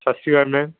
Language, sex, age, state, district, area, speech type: Punjabi, male, 18-30, Punjab, Moga, rural, conversation